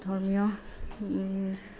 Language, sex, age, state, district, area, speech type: Assamese, female, 30-45, Assam, Udalguri, rural, spontaneous